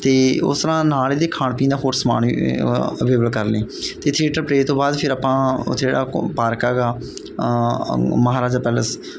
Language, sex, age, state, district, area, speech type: Punjabi, male, 45-60, Punjab, Barnala, rural, spontaneous